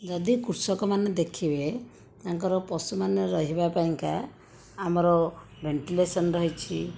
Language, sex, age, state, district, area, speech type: Odia, female, 45-60, Odisha, Jajpur, rural, spontaneous